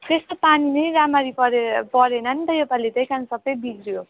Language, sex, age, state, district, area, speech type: Nepali, female, 18-30, West Bengal, Jalpaiguri, rural, conversation